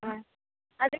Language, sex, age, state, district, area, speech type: Malayalam, female, 18-30, Kerala, Kasaragod, rural, conversation